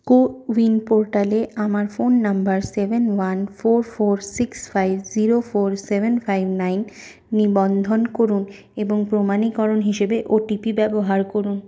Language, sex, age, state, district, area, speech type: Bengali, female, 60+, West Bengal, Purulia, rural, read